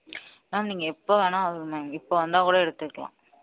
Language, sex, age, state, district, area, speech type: Tamil, female, 18-30, Tamil Nadu, Namakkal, urban, conversation